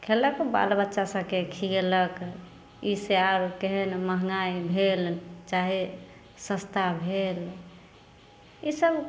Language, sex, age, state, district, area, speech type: Maithili, female, 30-45, Bihar, Samastipur, rural, spontaneous